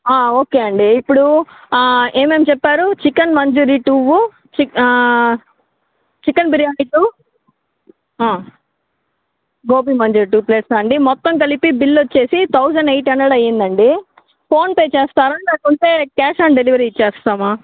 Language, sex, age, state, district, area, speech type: Telugu, female, 60+, Andhra Pradesh, Chittoor, rural, conversation